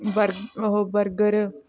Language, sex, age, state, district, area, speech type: Punjabi, female, 18-30, Punjab, Patiala, rural, spontaneous